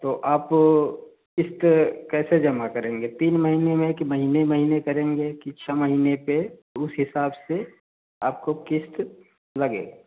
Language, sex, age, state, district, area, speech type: Hindi, male, 30-45, Uttar Pradesh, Prayagraj, rural, conversation